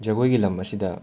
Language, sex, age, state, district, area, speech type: Manipuri, male, 30-45, Manipur, Imphal West, urban, spontaneous